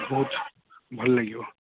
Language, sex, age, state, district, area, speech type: Odia, male, 18-30, Odisha, Jagatsinghpur, rural, conversation